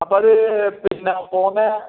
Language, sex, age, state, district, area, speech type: Malayalam, male, 45-60, Kerala, Kasaragod, rural, conversation